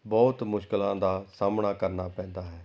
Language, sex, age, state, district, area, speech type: Punjabi, male, 45-60, Punjab, Amritsar, urban, spontaneous